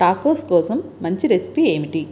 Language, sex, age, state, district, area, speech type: Telugu, female, 30-45, Andhra Pradesh, Visakhapatnam, urban, read